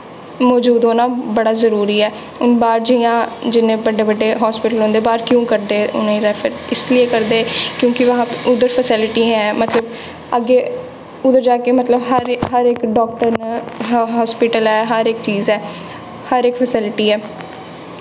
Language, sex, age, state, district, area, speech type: Dogri, female, 18-30, Jammu and Kashmir, Jammu, urban, spontaneous